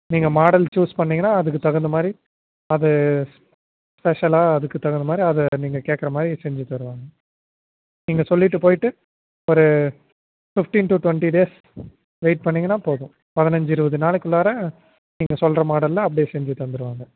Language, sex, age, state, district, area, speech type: Tamil, male, 30-45, Tamil Nadu, Nagapattinam, rural, conversation